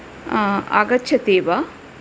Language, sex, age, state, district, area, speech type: Sanskrit, female, 45-60, Karnataka, Mysore, urban, spontaneous